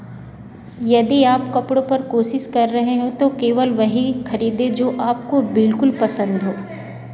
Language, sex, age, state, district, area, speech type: Hindi, female, 45-60, Uttar Pradesh, Varanasi, rural, read